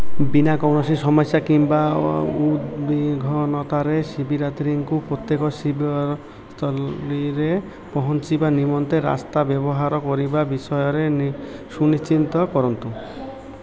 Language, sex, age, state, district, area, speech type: Odia, male, 30-45, Odisha, Malkangiri, urban, read